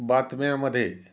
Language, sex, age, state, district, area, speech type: Marathi, male, 60+, Maharashtra, Osmanabad, rural, spontaneous